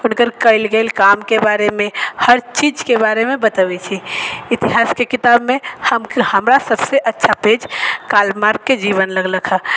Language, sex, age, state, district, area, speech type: Maithili, female, 45-60, Bihar, Sitamarhi, rural, spontaneous